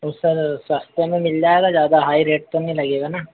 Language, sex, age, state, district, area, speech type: Hindi, male, 30-45, Madhya Pradesh, Harda, urban, conversation